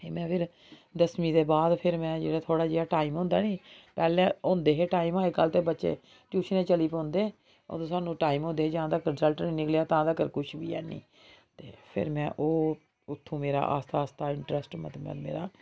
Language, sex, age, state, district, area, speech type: Dogri, female, 45-60, Jammu and Kashmir, Jammu, urban, spontaneous